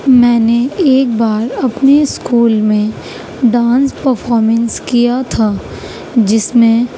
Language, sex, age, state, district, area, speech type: Urdu, female, 18-30, Uttar Pradesh, Gautam Buddha Nagar, rural, spontaneous